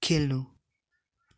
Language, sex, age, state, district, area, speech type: Nepali, male, 18-30, West Bengal, Darjeeling, rural, read